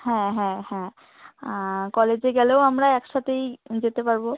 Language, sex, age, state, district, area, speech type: Bengali, female, 18-30, West Bengal, Alipurduar, rural, conversation